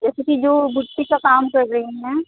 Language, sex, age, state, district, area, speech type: Hindi, female, 30-45, Uttar Pradesh, Mirzapur, rural, conversation